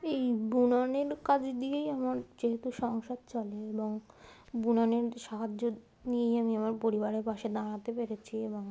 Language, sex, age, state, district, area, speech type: Bengali, female, 18-30, West Bengal, Darjeeling, urban, spontaneous